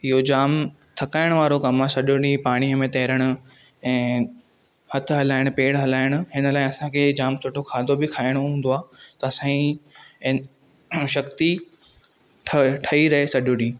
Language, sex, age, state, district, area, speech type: Sindhi, male, 18-30, Maharashtra, Thane, urban, spontaneous